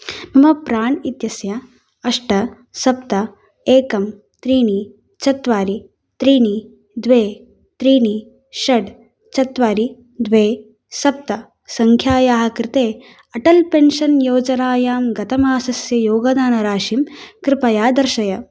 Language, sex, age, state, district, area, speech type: Sanskrit, female, 18-30, Tamil Nadu, Coimbatore, urban, read